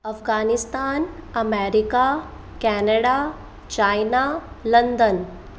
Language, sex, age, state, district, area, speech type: Hindi, female, 30-45, Rajasthan, Jaipur, urban, spontaneous